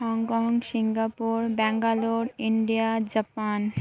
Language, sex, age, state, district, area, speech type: Santali, female, 18-30, West Bengal, Birbhum, rural, spontaneous